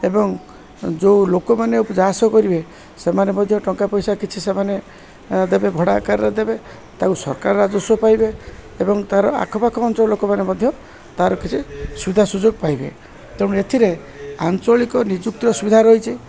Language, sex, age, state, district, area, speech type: Odia, male, 60+, Odisha, Koraput, urban, spontaneous